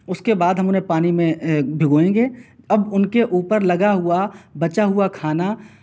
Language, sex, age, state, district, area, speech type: Urdu, male, 18-30, Delhi, South Delhi, urban, spontaneous